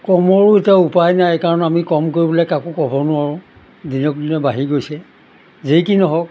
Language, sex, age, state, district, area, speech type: Assamese, male, 60+, Assam, Golaghat, urban, spontaneous